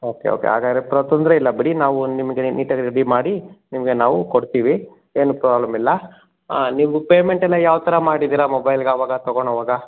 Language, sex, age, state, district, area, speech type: Kannada, male, 30-45, Karnataka, Chikkaballapur, rural, conversation